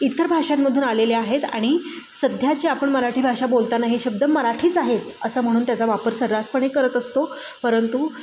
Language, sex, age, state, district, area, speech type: Marathi, female, 30-45, Maharashtra, Satara, urban, spontaneous